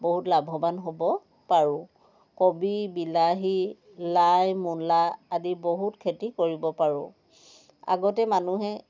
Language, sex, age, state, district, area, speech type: Assamese, female, 60+, Assam, Dhemaji, rural, spontaneous